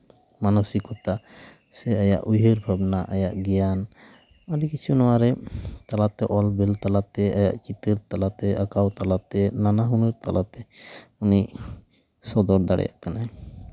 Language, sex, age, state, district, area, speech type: Santali, male, 30-45, West Bengal, Jhargram, rural, spontaneous